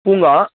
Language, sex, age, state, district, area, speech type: Tamil, female, 18-30, Tamil Nadu, Dharmapuri, urban, conversation